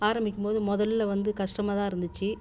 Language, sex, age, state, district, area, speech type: Tamil, female, 60+, Tamil Nadu, Kallakurichi, rural, spontaneous